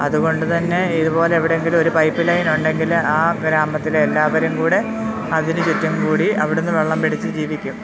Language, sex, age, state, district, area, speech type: Malayalam, female, 30-45, Kerala, Pathanamthitta, rural, spontaneous